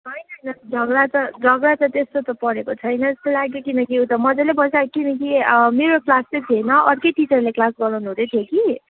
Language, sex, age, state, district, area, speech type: Nepali, female, 18-30, West Bengal, Kalimpong, rural, conversation